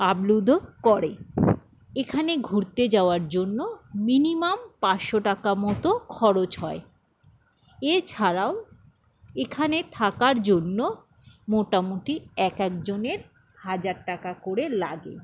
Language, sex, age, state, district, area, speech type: Bengali, female, 60+, West Bengal, Paschim Bardhaman, rural, spontaneous